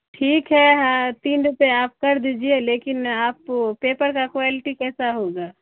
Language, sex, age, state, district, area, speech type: Urdu, female, 60+, Bihar, Khagaria, rural, conversation